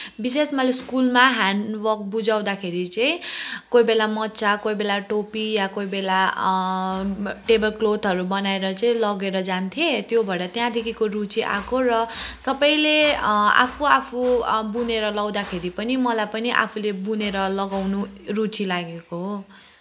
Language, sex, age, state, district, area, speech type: Nepali, female, 30-45, West Bengal, Kalimpong, rural, spontaneous